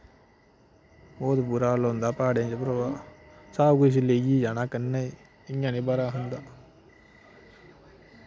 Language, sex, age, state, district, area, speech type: Dogri, male, 18-30, Jammu and Kashmir, Kathua, rural, spontaneous